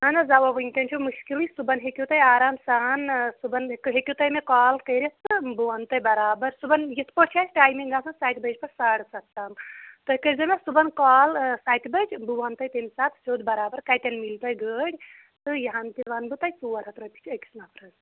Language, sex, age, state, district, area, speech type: Kashmiri, female, 30-45, Jammu and Kashmir, Shopian, urban, conversation